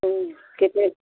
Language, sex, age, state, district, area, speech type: Hindi, female, 60+, Uttar Pradesh, Pratapgarh, rural, conversation